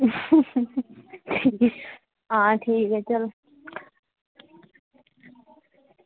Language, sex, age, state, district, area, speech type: Dogri, female, 30-45, Jammu and Kashmir, Udhampur, rural, conversation